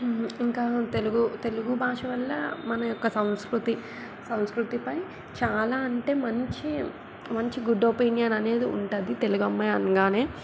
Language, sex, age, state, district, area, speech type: Telugu, female, 18-30, Telangana, Mancherial, rural, spontaneous